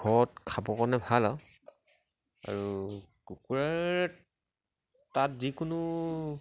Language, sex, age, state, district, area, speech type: Assamese, male, 45-60, Assam, Sivasagar, rural, spontaneous